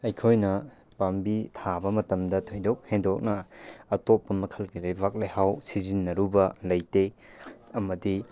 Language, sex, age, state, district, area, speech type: Manipuri, male, 18-30, Manipur, Tengnoupal, rural, spontaneous